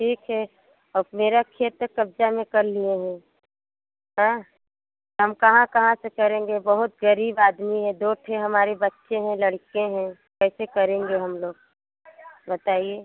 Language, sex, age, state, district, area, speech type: Hindi, female, 18-30, Uttar Pradesh, Prayagraj, rural, conversation